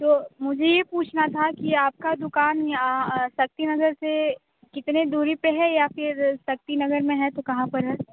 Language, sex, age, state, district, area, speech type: Hindi, female, 18-30, Uttar Pradesh, Sonbhadra, rural, conversation